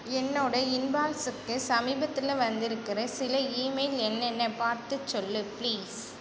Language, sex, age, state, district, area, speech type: Tamil, female, 18-30, Tamil Nadu, Cuddalore, rural, read